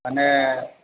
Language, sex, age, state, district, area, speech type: Bodo, male, 45-60, Assam, Chirang, urban, conversation